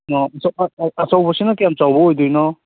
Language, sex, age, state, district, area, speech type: Manipuri, male, 30-45, Manipur, Kakching, rural, conversation